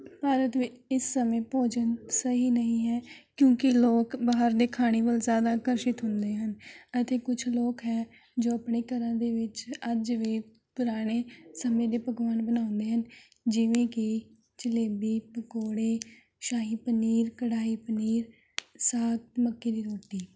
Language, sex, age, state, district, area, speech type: Punjabi, female, 18-30, Punjab, Rupnagar, urban, spontaneous